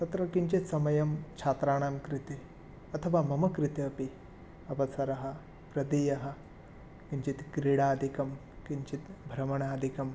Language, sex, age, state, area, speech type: Sanskrit, male, 18-30, Assam, rural, spontaneous